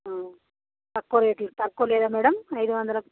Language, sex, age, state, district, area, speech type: Telugu, female, 45-60, Telangana, Jagtial, rural, conversation